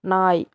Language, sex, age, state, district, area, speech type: Tamil, female, 18-30, Tamil Nadu, Tiruvallur, urban, read